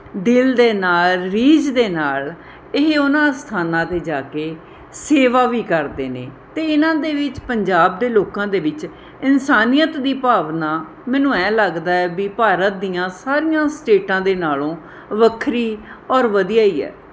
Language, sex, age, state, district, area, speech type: Punjabi, female, 45-60, Punjab, Mohali, urban, spontaneous